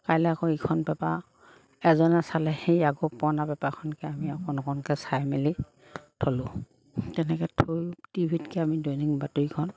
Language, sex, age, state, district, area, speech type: Assamese, female, 45-60, Assam, Lakhimpur, rural, spontaneous